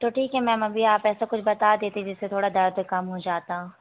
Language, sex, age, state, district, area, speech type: Hindi, female, 18-30, Madhya Pradesh, Hoshangabad, rural, conversation